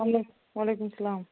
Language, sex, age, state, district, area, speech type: Kashmiri, female, 30-45, Jammu and Kashmir, Baramulla, rural, conversation